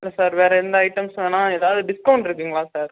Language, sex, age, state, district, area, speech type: Tamil, female, 30-45, Tamil Nadu, Ariyalur, rural, conversation